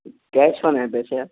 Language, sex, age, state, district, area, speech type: Urdu, male, 18-30, Telangana, Hyderabad, urban, conversation